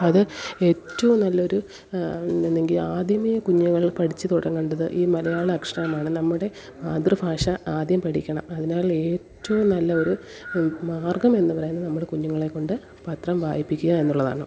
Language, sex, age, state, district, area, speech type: Malayalam, female, 30-45, Kerala, Kollam, rural, spontaneous